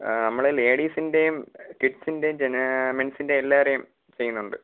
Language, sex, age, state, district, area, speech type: Malayalam, male, 18-30, Kerala, Kollam, rural, conversation